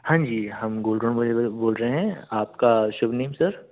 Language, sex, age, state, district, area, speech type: Hindi, male, 30-45, Madhya Pradesh, Jabalpur, urban, conversation